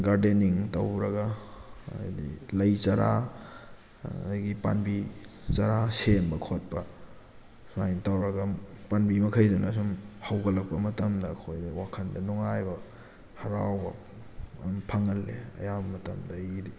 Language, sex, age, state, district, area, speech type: Manipuri, male, 18-30, Manipur, Kakching, rural, spontaneous